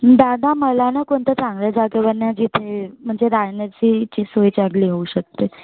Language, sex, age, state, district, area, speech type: Marathi, female, 18-30, Maharashtra, Nagpur, urban, conversation